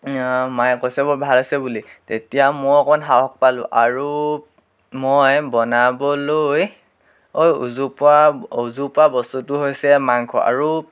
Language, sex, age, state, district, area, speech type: Assamese, male, 18-30, Assam, Dhemaji, rural, spontaneous